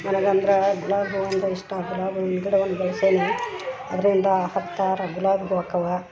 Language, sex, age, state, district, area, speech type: Kannada, female, 45-60, Karnataka, Dharwad, rural, spontaneous